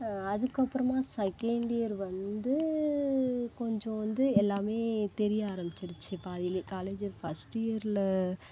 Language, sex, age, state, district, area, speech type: Tamil, female, 18-30, Tamil Nadu, Nagapattinam, rural, spontaneous